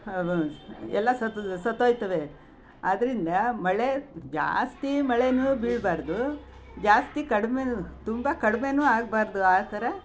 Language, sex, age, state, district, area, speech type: Kannada, female, 60+, Karnataka, Mysore, rural, spontaneous